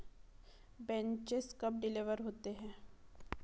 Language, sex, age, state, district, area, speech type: Hindi, female, 30-45, Madhya Pradesh, Betul, urban, read